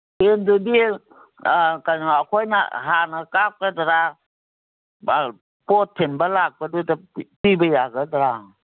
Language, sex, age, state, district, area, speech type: Manipuri, female, 60+, Manipur, Kangpokpi, urban, conversation